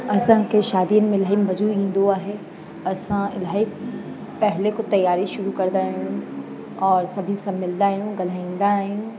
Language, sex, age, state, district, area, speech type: Sindhi, female, 30-45, Uttar Pradesh, Lucknow, urban, spontaneous